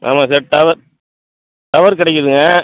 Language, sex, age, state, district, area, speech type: Tamil, male, 45-60, Tamil Nadu, Madurai, rural, conversation